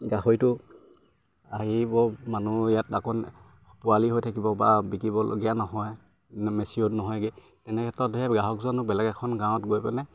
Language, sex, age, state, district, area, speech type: Assamese, male, 18-30, Assam, Sivasagar, rural, spontaneous